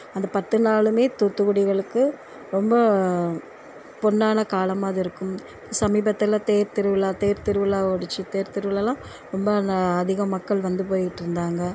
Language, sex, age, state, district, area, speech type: Tamil, female, 45-60, Tamil Nadu, Thoothukudi, urban, spontaneous